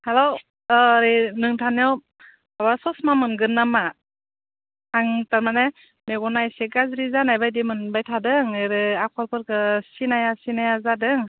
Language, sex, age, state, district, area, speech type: Bodo, female, 30-45, Assam, Udalguri, urban, conversation